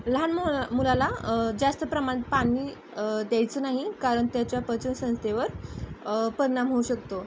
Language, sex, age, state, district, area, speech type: Marathi, female, 18-30, Maharashtra, Osmanabad, rural, spontaneous